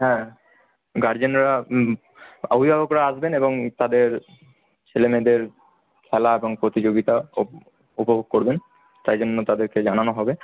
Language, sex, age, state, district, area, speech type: Bengali, male, 30-45, West Bengal, Paschim Bardhaman, urban, conversation